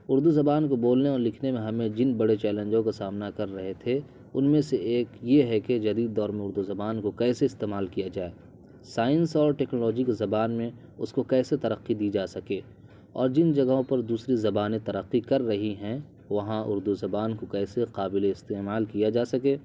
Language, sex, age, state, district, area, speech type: Urdu, male, 30-45, Bihar, Purnia, rural, spontaneous